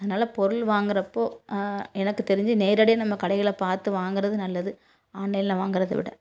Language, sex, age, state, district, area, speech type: Tamil, female, 30-45, Tamil Nadu, Tiruppur, rural, spontaneous